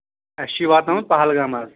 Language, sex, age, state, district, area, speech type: Kashmiri, male, 30-45, Jammu and Kashmir, Anantnag, rural, conversation